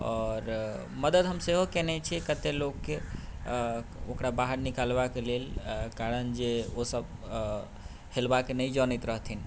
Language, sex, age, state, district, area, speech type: Maithili, male, 30-45, Bihar, Sitamarhi, rural, spontaneous